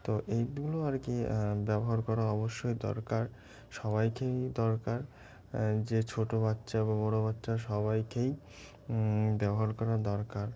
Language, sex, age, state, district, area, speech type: Bengali, male, 18-30, West Bengal, Murshidabad, urban, spontaneous